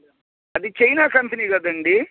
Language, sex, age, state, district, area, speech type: Telugu, male, 60+, Andhra Pradesh, Bapatla, urban, conversation